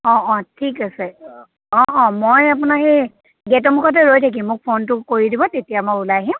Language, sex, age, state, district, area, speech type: Assamese, female, 30-45, Assam, Dibrugarh, rural, conversation